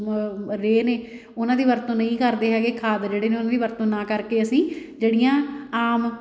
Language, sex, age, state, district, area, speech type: Punjabi, female, 30-45, Punjab, Fatehgarh Sahib, urban, spontaneous